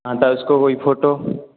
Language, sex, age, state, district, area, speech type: Hindi, male, 18-30, Rajasthan, Jodhpur, urban, conversation